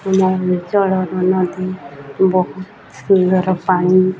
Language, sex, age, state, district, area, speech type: Odia, female, 18-30, Odisha, Nuapada, urban, spontaneous